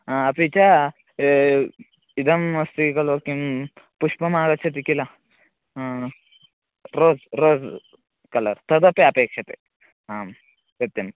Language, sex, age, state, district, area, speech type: Sanskrit, male, 18-30, Karnataka, Mandya, rural, conversation